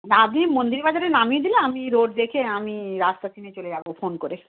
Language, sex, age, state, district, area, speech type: Bengali, female, 60+, West Bengal, Hooghly, rural, conversation